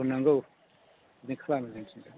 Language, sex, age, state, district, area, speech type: Bodo, male, 45-60, Assam, Chirang, urban, conversation